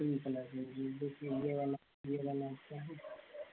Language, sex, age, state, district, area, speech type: Hindi, male, 45-60, Uttar Pradesh, Sitapur, rural, conversation